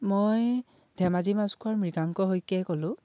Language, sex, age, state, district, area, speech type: Assamese, male, 18-30, Assam, Dhemaji, rural, spontaneous